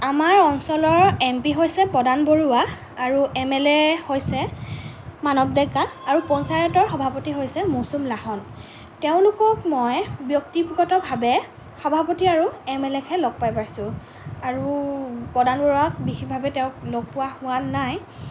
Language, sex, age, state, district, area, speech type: Assamese, female, 18-30, Assam, Lakhimpur, urban, spontaneous